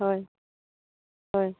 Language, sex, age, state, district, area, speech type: Assamese, female, 60+, Assam, Dibrugarh, rural, conversation